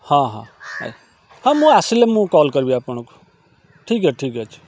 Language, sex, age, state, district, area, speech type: Odia, male, 45-60, Odisha, Kendrapara, urban, spontaneous